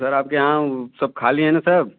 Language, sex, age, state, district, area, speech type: Hindi, male, 18-30, Uttar Pradesh, Azamgarh, rural, conversation